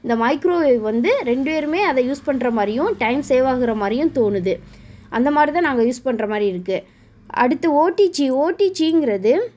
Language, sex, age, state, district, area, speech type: Tamil, female, 30-45, Tamil Nadu, Sivaganga, rural, spontaneous